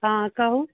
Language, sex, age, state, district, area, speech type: Maithili, female, 45-60, Bihar, Sitamarhi, urban, conversation